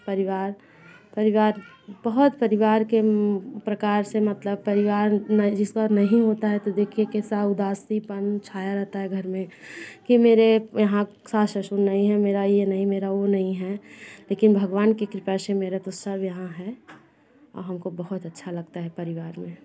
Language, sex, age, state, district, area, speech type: Hindi, female, 30-45, Uttar Pradesh, Bhadohi, rural, spontaneous